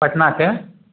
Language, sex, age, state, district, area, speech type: Maithili, male, 30-45, Bihar, Madhubani, rural, conversation